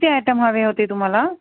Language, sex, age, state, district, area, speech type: Marathi, female, 45-60, Maharashtra, Nanded, urban, conversation